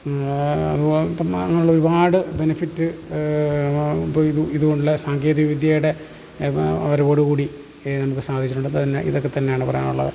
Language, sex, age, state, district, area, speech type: Malayalam, male, 30-45, Kerala, Alappuzha, rural, spontaneous